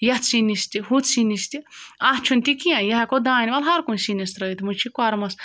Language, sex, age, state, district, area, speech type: Kashmiri, female, 45-60, Jammu and Kashmir, Ganderbal, rural, spontaneous